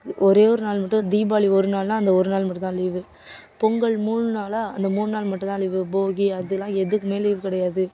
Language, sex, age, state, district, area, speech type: Tamil, female, 18-30, Tamil Nadu, Nagapattinam, urban, spontaneous